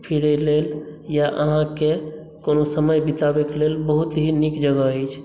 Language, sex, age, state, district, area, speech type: Maithili, male, 18-30, Bihar, Madhubani, rural, spontaneous